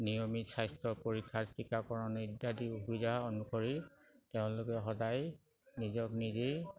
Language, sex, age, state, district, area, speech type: Assamese, male, 45-60, Assam, Sivasagar, rural, spontaneous